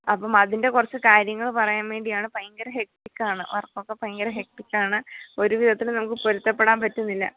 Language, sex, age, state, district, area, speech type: Malayalam, male, 45-60, Kerala, Pathanamthitta, rural, conversation